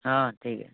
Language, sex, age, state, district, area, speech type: Odia, male, 45-60, Odisha, Nuapada, urban, conversation